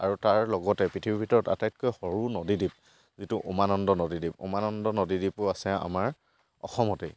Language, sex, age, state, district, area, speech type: Assamese, male, 45-60, Assam, Charaideo, rural, spontaneous